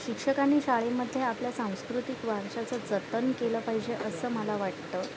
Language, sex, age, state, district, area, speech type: Marathi, female, 45-60, Maharashtra, Thane, urban, spontaneous